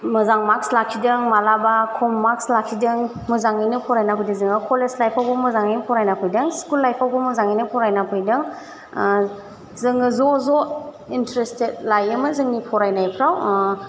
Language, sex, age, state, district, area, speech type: Bodo, female, 30-45, Assam, Chirang, rural, spontaneous